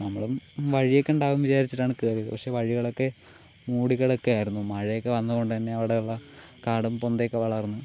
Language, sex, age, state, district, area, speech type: Malayalam, male, 45-60, Kerala, Palakkad, rural, spontaneous